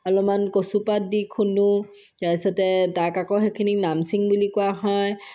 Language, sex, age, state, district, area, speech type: Assamese, female, 45-60, Assam, Sivasagar, rural, spontaneous